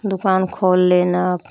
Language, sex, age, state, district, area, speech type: Hindi, female, 30-45, Uttar Pradesh, Pratapgarh, rural, spontaneous